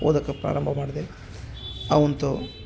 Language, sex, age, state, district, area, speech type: Kannada, male, 30-45, Karnataka, Bellary, rural, spontaneous